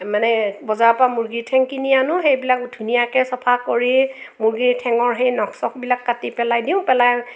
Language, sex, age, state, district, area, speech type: Assamese, female, 45-60, Assam, Morigaon, rural, spontaneous